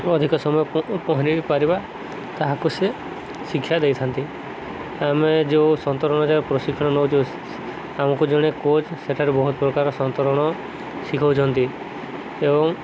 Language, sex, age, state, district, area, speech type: Odia, male, 18-30, Odisha, Subarnapur, urban, spontaneous